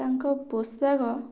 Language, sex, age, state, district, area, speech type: Odia, female, 18-30, Odisha, Kendrapara, urban, spontaneous